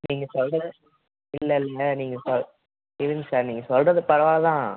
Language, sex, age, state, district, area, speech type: Tamil, male, 18-30, Tamil Nadu, Salem, rural, conversation